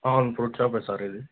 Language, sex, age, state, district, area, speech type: Telugu, male, 18-30, Telangana, Mahbubnagar, urban, conversation